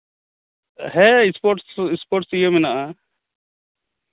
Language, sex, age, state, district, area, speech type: Santali, male, 45-60, West Bengal, Malda, rural, conversation